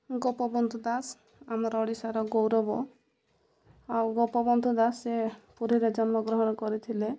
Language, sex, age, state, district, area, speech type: Odia, female, 30-45, Odisha, Koraput, urban, spontaneous